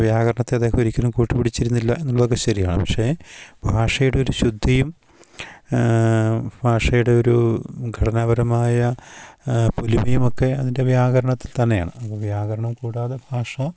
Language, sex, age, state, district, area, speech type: Malayalam, male, 45-60, Kerala, Idukki, rural, spontaneous